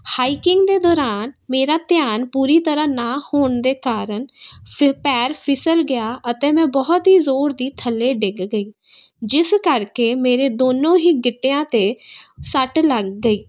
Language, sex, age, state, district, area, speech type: Punjabi, female, 18-30, Punjab, Kapurthala, urban, spontaneous